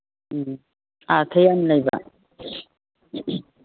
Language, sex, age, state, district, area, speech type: Manipuri, female, 60+, Manipur, Imphal East, rural, conversation